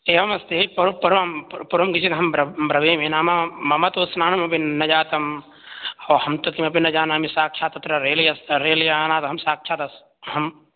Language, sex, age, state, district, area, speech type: Sanskrit, male, 18-30, Bihar, Begusarai, rural, conversation